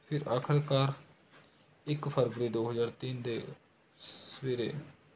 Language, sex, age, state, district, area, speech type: Punjabi, male, 18-30, Punjab, Rupnagar, rural, spontaneous